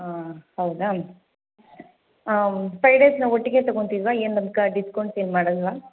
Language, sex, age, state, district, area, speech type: Kannada, female, 30-45, Karnataka, Bangalore Rural, rural, conversation